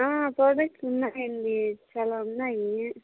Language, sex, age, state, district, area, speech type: Telugu, female, 30-45, Andhra Pradesh, Kadapa, rural, conversation